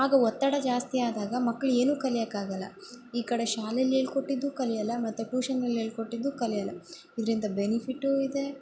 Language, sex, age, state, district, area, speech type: Kannada, female, 18-30, Karnataka, Bellary, rural, spontaneous